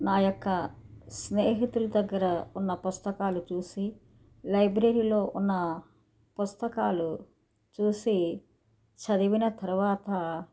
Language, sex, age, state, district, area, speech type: Telugu, female, 60+, Andhra Pradesh, Krishna, rural, spontaneous